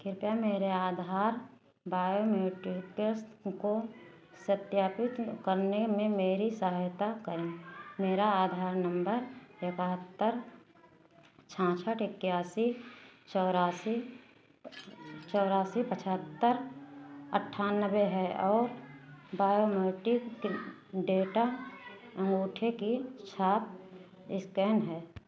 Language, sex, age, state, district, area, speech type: Hindi, female, 60+, Uttar Pradesh, Ayodhya, rural, read